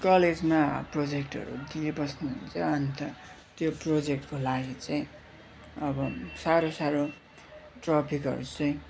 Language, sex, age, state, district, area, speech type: Nepali, male, 18-30, West Bengal, Darjeeling, rural, spontaneous